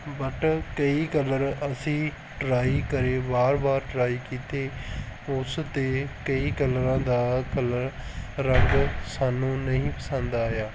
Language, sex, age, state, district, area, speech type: Punjabi, male, 18-30, Punjab, Barnala, rural, spontaneous